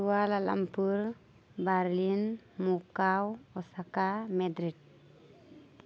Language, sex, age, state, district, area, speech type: Bodo, female, 18-30, Assam, Baksa, rural, spontaneous